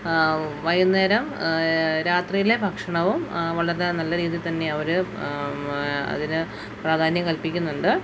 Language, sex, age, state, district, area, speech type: Malayalam, female, 30-45, Kerala, Alappuzha, rural, spontaneous